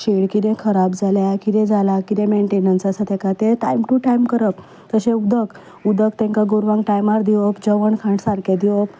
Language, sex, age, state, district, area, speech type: Goan Konkani, female, 30-45, Goa, Ponda, rural, spontaneous